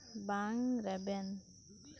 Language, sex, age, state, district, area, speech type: Santali, other, 18-30, West Bengal, Birbhum, rural, read